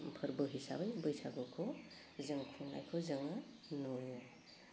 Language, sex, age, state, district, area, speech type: Bodo, female, 45-60, Assam, Udalguri, urban, spontaneous